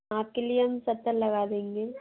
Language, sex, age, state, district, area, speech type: Hindi, female, 60+, Madhya Pradesh, Bhopal, urban, conversation